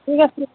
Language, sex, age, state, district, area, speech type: Assamese, female, 30-45, Assam, Sonitpur, rural, conversation